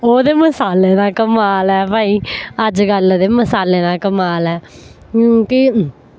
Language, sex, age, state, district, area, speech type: Dogri, female, 18-30, Jammu and Kashmir, Samba, rural, spontaneous